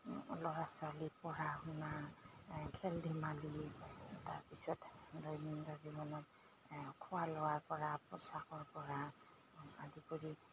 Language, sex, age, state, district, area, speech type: Assamese, female, 45-60, Assam, Goalpara, urban, spontaneous